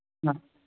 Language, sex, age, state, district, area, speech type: Sindhi, female, 60+, Rajasthan, Ajmer, urban, conversation